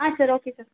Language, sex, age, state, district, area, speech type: Tamil, female, 30-45, Tamil Nadu, Nilgiris, urban, conversation